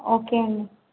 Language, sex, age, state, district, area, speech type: Telugu, female, 30-45, Andhra Pradesh, Vizianagaram, rural, conversation